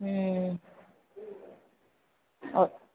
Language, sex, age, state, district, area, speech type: Maithili, female, 45-60, Bihar, Madhepura, rural, conversation